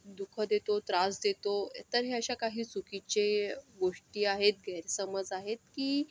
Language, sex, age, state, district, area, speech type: Marathi, female, 45-60, Maharashtra, Yavatmal, urban, spontaneous